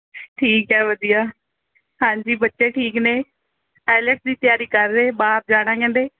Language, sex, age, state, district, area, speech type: Punjabi, female, 18-30, Punjab, Mohali, urban, conversation